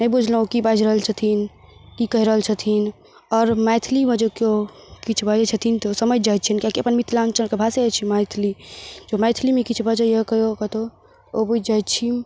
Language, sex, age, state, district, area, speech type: Maithili, female, 18-30, Bihar, Darbhanga, rural, spontaneous